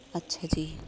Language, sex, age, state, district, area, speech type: Punjabi, female, 45-60, Punjab, Amritsar, urban, spontaneous